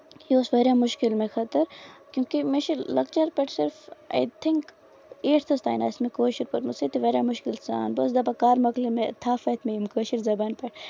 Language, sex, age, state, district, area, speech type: Kashmiri, female, 18-30, Jammu and Kashmir, Baramulla, rural, spontaneous